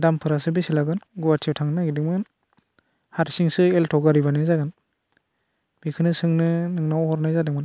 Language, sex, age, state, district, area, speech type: Bodo, male, 18-30, Assam, Baksa, rural, spontaneous